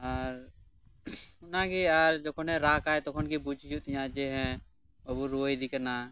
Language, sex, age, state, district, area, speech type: Santali, male, 18-30, West Bengal, Birbhum, rural, spontaneous